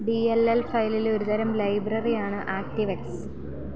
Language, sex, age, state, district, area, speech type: Malayalam, female, 18-30, Kerala, Idukki, rural, read